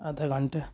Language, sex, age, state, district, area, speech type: Nepali, male, 18-30, West Bengal, Darjeeling, rural, spontaneous